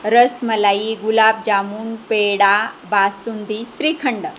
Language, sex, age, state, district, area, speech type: Marathi, female, 45-60, Maharashtra, Jalna, rural, spontaneous